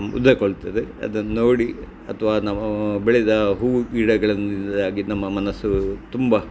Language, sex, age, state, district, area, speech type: Kannada, male, 60+, Karnataka, Udupi, rural, spontaneous